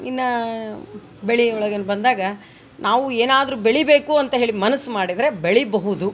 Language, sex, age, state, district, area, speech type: Kannada, female, 45-60, Karnataka, Vijayanagara, rural, spontaneous